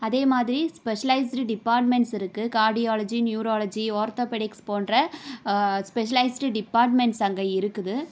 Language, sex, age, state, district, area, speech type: Tamil, female, 18-30, Tamil Nadu, Sivaganga, rural, spontaneous